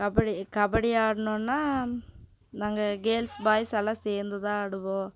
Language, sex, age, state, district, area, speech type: Tamil, female, 18-30, Tamil Nadu, Coimbatore, rural, spontaneous